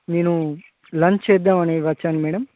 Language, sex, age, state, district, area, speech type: Telugu, male, 30-45, Telangana, Hyderabad, urban, conversation